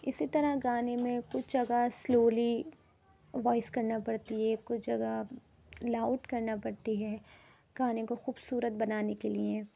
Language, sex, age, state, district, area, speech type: Urdu, female, 18-30, Uttar Pradesh, Rampur, urban, spontaneous